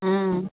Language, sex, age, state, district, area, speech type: Tamil, male, 30-45, Tamil Nadu, Tenkasi, rural, conversation